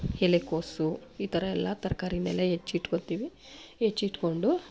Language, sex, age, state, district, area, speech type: Kannada, female, 45-60, Karnataka, Mandya, rural, spontaneous